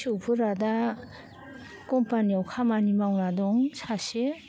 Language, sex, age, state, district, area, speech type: Bodo, female, 60+, Assam, Baksa, urban, spontaneous